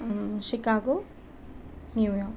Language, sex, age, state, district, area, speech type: Assamese, female, 18-30, Assam, Nalbari, rural, spontaneous